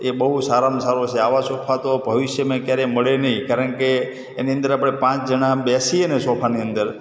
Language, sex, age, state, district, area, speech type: Gujarati, male, 30-45, Gujarat, Morbi, urban, spontaneous